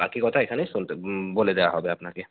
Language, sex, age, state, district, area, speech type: Bengali, male, 30-45, West Bengal, Nadia, urban, conversation